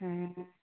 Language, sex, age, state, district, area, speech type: Maithili, female, 60+, Bihar, Saharsa, rural, conversation